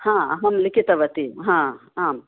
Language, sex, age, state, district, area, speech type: Sanskrit, female, 45-60, Karnataka, Chikkaballapur, urban, conversation